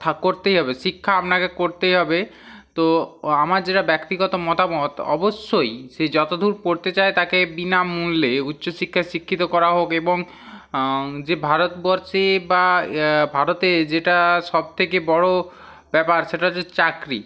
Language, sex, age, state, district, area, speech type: Bengali, male, 18-30, West Bengal, Hooghly, urban, spontaneous